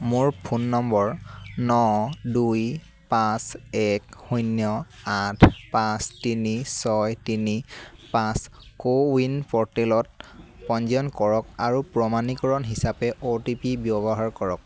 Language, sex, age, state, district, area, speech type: Assamese, male, 18-30, Assam, Dibrugarh, rural, read